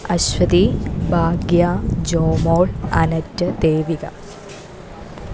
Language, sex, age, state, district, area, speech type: Malayalam, female, 30-45, Kerala, Alappuzha, rural, spontaneous